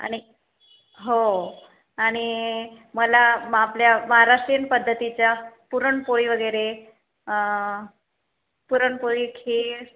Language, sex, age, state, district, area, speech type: Marathi, female, 45-60, Maharashtra, Buldhana, rural, conversation